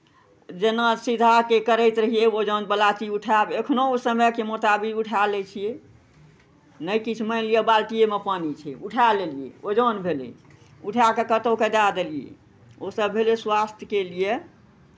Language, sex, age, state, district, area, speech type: Maithili, female, 60+, Bihar, Araria, rural, spontaneous